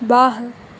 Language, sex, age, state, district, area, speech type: Hindi, female, 18-30, Madhya Pradesh, Harda, rural, read